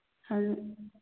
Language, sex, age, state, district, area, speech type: Manipuri, female, 45-60, Manipur, Churachandpur, urban, conversation